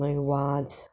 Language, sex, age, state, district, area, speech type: Goan Konkani, female, 45-60, Goa, Murmgao, urban, spontaneous